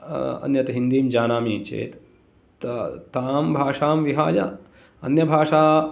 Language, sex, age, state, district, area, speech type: Sanskrit, male, 30-45, Karnataka, Uttara Kannada, rural, spontaneous